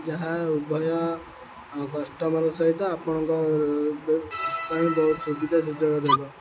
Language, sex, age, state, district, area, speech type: Odia, male, 18-30, Odisha, Jagatsinghpur, rural, spontaneous